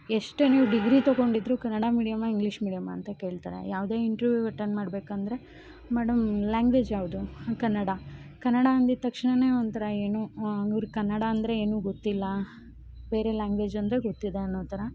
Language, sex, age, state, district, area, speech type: Kannada, female, 18-30, Karnataka, Chikkamagaluru, rural, spontaneous